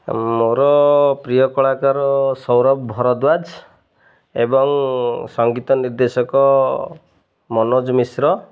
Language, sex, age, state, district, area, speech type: Odia, male, 30-45, Odisha, Jagatsinghpur, rural, spontaneous